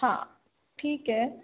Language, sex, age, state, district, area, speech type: Marathi, female, 30-45, Maharashtra, Kolhapur, urban, conversation